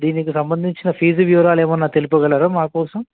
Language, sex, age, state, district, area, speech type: Telugu, male, 30-45, Telangana, Nizamabad, urban, conversation